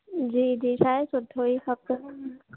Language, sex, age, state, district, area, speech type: Sindhi, female, 18-30, Maharashtra, Thane, urban, conversation